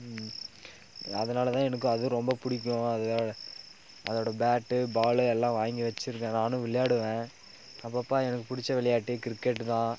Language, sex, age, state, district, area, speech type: Tamil, male, 18-30, Tamil Nadu, Dharmapuri, urban, spontaneous